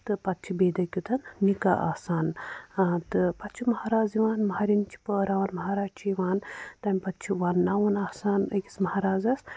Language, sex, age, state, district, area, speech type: Kashmiri, female, 30-45, Jammu and Kashmir, Pulwama, rural, spontaneous